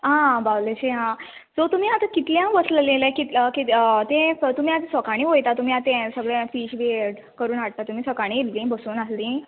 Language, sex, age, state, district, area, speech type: Goan Konkani, female, 18-30, Goa, Quepem, rural, conversation